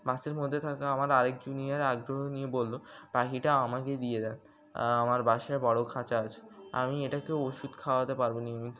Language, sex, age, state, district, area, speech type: Bengali, male, 18-30, West Bengal, Birbhum, urban, spontaneous